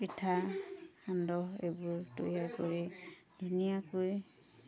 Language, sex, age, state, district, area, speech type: Assamese, female, 30-45, Assam, Tinsukia, urban, spontaneous